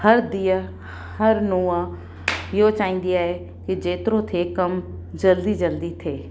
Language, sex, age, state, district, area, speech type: Sindhi, female, 45-60, Maharashtra, Mumbai Suburban, urban, spontaneous